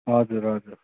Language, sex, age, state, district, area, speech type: Nepali, male, 18-30, West Bengal, Darjeeling, rural, conversation